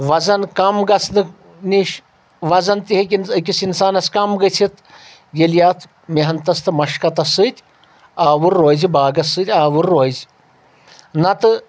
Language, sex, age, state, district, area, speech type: Kashmiri, male, 60+, Jammu and Kashmir, Anantnag, rural, spontaneous